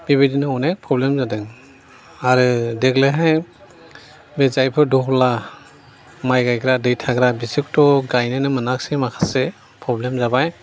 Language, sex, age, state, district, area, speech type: Bodo, male, 60+, Assam, Chirang, rural, spontaneous